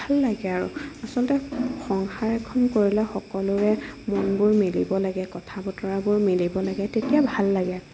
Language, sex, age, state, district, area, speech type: Assamese, female, 30-45, Assam, Nagaon, rural, spontaneous